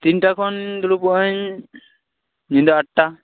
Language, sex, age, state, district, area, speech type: Santali, male, 18-30, West Bengal, Purba Bardhaman, rural, conversation